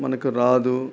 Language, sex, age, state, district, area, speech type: Telugu, male, 45-60, Andhra Pradesh, Nellore, rural, spontaneous